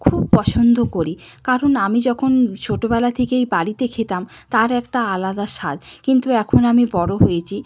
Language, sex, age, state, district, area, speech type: Bengali, female, 45-60, West Bengal, Purba Medinipur, rural, spontaneous